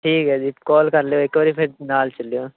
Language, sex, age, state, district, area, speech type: Punjabi, male, 18-30, Punjab, Shaheed Bhagat Singh Nagar, urban, conversation